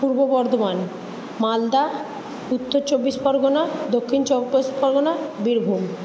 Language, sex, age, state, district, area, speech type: Bengali, female, 30-45, West Bengal, Purba Bardhaman, urban, spontaneous